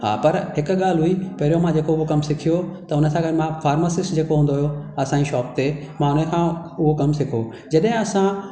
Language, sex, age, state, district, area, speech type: Sindhi, male, 45-60, Maharashtra, Thane, urban, spontaneous